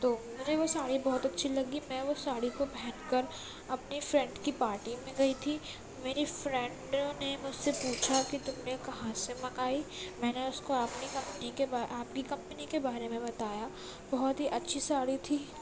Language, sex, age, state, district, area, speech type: Urdu, female, 18-30, Uttar Pradesh, Gautam Buddha Nagar, urban, spontaneous